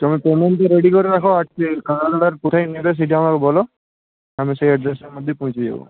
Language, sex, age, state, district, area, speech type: Bengali, male, 18-30, West Bengal, Uttar Dinajpur, urban, conversation